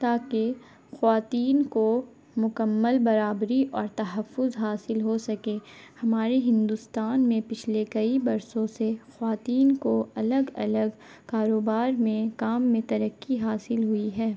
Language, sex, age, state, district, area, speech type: Urdu, female, 18-30, Bihar, Gaya, urban, spontaneous